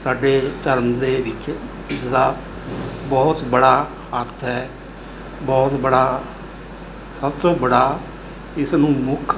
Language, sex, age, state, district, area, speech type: Punjabi, male, 60+, Punjab, Mohali, urban, spontaneous